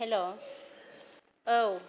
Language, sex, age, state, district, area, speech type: Bodo, female, 30-45, Assam, Kokrajhar, rural, spontaneous